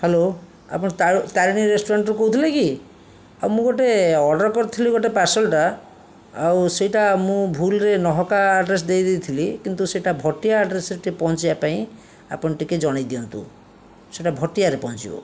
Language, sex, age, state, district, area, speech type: Odia, male, 60+, Odisha, Jajpur, rural, spontaneous